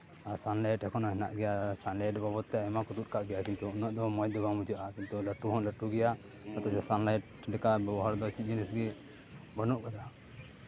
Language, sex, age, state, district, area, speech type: Santali, male, 30-45, West Bengal, Purba Bardhaman, rural, spontaneous